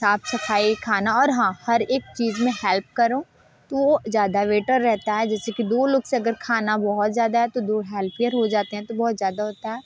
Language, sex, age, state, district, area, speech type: Hindi, female, 30-45, Uttar Pradesh, Mirzapur, rural, spontaneous